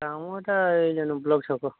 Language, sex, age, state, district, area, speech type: Odia, male, 18-30, Odisha, Subarnapur, urban, conversation